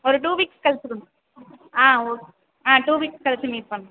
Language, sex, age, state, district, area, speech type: Tamil, female, 18-30, Tamil Nadu, Sivaganga, rural, conversation